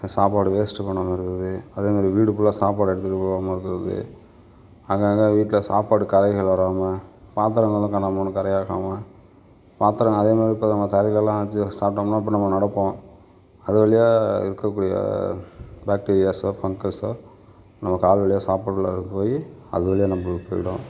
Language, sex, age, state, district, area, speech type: Tamil, male, 60+, Tamil Nadu, Sivaganga, urban, spontaneous